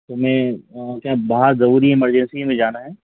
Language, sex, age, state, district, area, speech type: Hindi, male, 45-60, Madhya Pradesh, Hoshangabad, rural, conversation